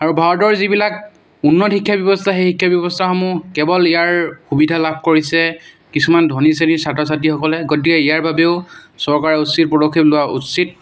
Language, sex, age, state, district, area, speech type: Assamese, male, 18-30, Assam, Tinsukia, rural, spontaneous